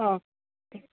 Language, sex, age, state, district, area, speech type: Malayalam, female, 30-45, Kerala, Kottayam, rural, conversation